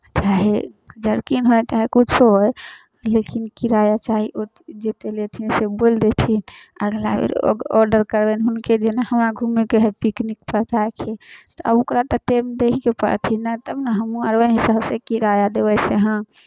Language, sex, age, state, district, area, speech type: Maithili, female, 18-30, Bihar, Samastipur, rural, spontaneous